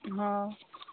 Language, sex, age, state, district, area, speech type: Maithili, female, 45-60, Bihar, Saharsa, rural, conversation